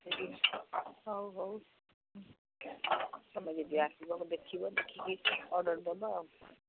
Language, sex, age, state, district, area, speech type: Odia, female, 60+, Odisha, Gajapati, rural, conversation